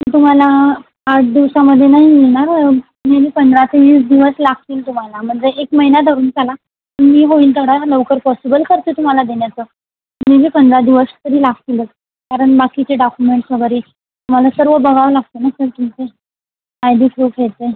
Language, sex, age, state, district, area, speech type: Marathi, female, 18-30, Maharashtra, Washim, urban, conversation